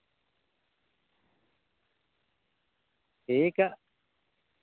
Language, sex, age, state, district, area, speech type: Santali, male, 60+, Jharkhand, East Singhbhum, rural, conversation